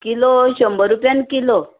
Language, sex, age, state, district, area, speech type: Goan Konkani, female, 45-60, Goa, Tiswadi, rural, conversation